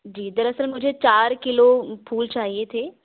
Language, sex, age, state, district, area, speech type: Urdu, female, 30-45, Delhi, South Delhi, urban, conversation